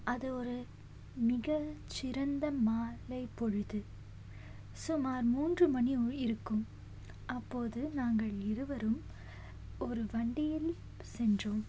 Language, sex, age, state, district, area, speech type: Tamil, female, 18-30, Tamil Nadu, Salem, urban, spontaneous